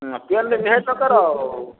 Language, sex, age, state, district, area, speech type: Odia, male, 60+, Odisha, Gajapati, rural, conversation